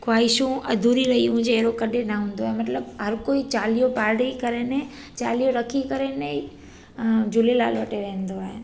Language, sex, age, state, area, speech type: Sindhi, female, 30-45, Gujarat, urban, spontaneous